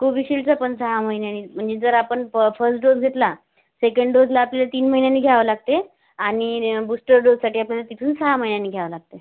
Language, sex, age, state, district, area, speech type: Marathi, female, 18-30, Maharashtra, Yavatmal, rural, conversation